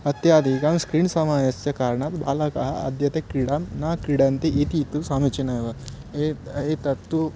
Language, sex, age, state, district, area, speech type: Sanskrit, male, 18-30, West Bengal, Paschim Medinipur, urban, spontaneous